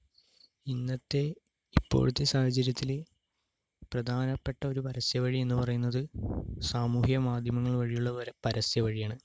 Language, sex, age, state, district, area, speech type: Malayalam, male, 30-45, Kerala, Palakkad, rural, spontaneous